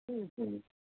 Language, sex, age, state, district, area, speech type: Gujarati, male, 30-45, Gujarat, Anand, urban, conversation